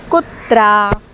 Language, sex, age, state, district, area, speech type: Marathi, female, 30-45, Maharashtra, Mumbai Suburban, urban, read